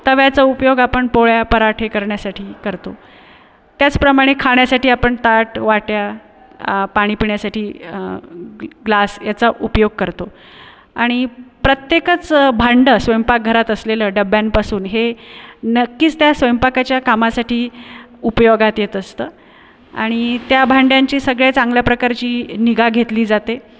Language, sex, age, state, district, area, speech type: Marathi, female, 30-45, Maharashtra, Buldhana, urban, spontaneous